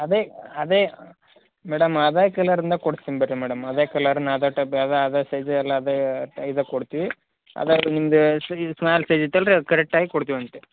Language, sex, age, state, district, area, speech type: Kannada, male, 18-30, Karnataka, Koppal, rural, conversation